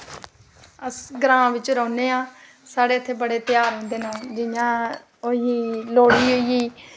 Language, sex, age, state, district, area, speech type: Dogri, female, 30-45, Jammu and Kashmir, Samba, rural, spontaneous